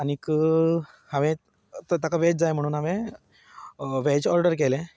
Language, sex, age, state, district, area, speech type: Goan Konkani, male, 30-45, Goa, Canacona, rural, spontaneous